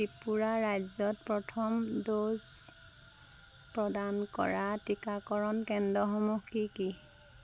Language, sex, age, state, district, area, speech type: Assamese, female, 30-45, Assam, Sivasagar, rural, read